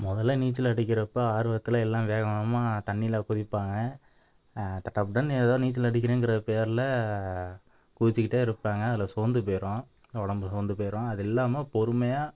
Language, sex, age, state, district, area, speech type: Tamil, male, 18-30, Tamil Nadu, Thanjavur, rural, spontaneous